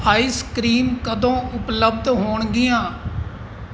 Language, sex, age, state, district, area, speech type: Punjabi, male, 45-60, Punjab, Kapurthala, urban, read